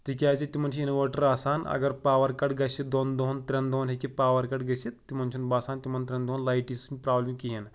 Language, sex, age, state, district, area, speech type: Kashmiri, male, 30-45, Jammu and Kashmir, Pulwama, rural, spontaneous